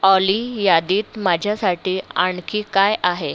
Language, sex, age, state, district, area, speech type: Marathi, female, 30-45, Maharashtra, Nagpur, urban, read